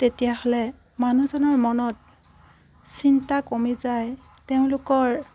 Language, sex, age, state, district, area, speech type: Assamese, female, 45-60, Assam, Golaghat, urban, spontaneous